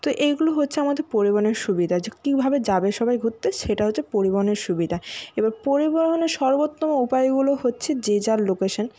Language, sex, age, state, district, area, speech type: Bengali, female, 45-60, West Bengal, Nadia, urban, spontaneous